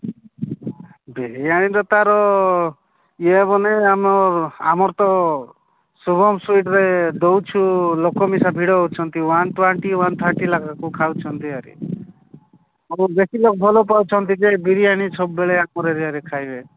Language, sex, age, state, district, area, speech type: Odia, male, 45-60, Odisha, Nabarangpur, rural, conversation